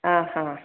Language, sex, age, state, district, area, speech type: Malayalam, female, 30-45, Kerala, Idukki, rural, conversation